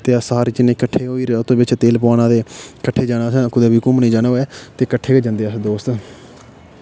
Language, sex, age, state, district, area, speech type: Dogri, male, 18-30, Jammu and Kashmir, Udhampur, rural, spontaneous